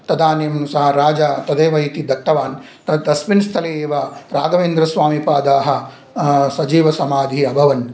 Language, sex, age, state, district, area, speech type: Sanskrit, male, 45-60, Andhra Pradesh, Kurnool, urban, spontaneous